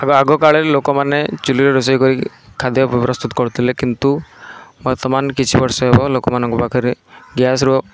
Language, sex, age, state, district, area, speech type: Odia, male, 18-30, Odisha, Kendrapara, urban, spontaneous